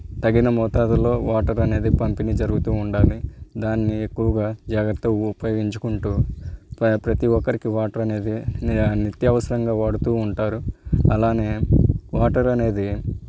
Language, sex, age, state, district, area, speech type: Telugu, male, 30-45, Andhra Pradesh, Nellore, urban, spontaneous